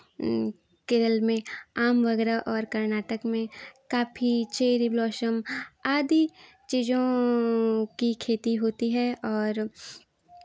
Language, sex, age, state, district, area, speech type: Hindi, female, 18-30, Uttar Pradesh, Chandauli, urban, spontaneous